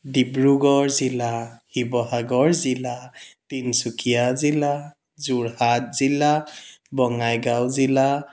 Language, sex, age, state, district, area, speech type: Assamese, male, 30-45, Assam, Dibrugarh, urban, spontaneous